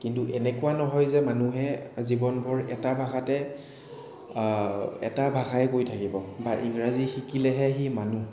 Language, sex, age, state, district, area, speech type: Assamese, male, 30-45, Assam, Kamrup Metropolitan, urban, spontaneous